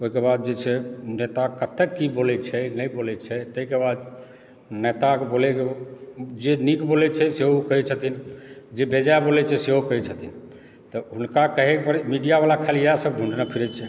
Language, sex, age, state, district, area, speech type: Maithili, male, 45-60, Bihar, Supaul, rural, spontaneous